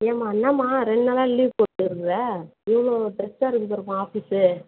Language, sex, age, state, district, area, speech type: Tamil, female, 30-45, Tamil Nadu, Vellore, urban, conversation